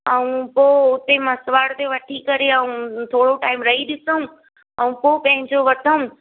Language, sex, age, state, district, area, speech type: Sindhi, female, 30-45, Gujarat, Surat, urban, conversation